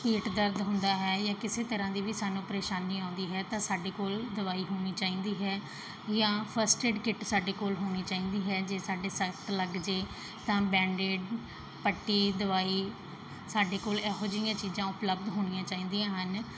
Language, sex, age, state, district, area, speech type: Punjabi, female, 30-45, Punjab, Mansa, urban, spontaneous